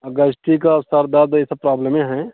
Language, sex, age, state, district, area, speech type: Hindi, male, 30-45, Uttar Pradesh, Prayagraj, rural, conversation